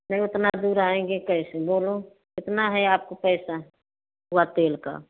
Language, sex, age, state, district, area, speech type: Hindi, female, 60+, Uttar Pradesh, Prayagraj, rural, conversation